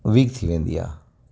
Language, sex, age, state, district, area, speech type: Sindhi, male, 45-60, Gujarat, Kutch, urban, spontaneous